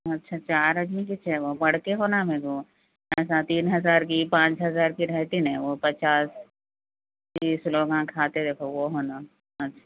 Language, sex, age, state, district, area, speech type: Urdu, female, 18-30, Telangana, Hyderabad, urban, conversation